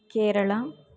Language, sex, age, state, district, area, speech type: Kannada, female, 18-30, Karnataka, Bangalore Rural, urban, spontaneous